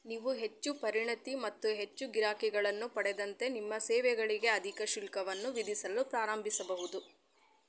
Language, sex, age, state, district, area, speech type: Kannada, female, 30-45, Karnataka, Chitradurga, rural, read